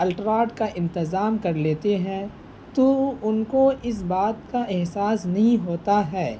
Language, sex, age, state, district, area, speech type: Urdu, male, 18-30, Bihar, Purnia, rural, spontaneous